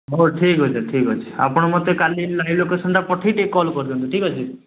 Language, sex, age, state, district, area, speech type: Odia, male, 18-30, Odisha, Rayagada, urban, conversation